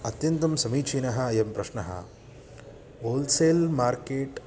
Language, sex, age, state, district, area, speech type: Sanskrit, male, 30-45, Karnataka, Bangalore Urban, urban, spontaneous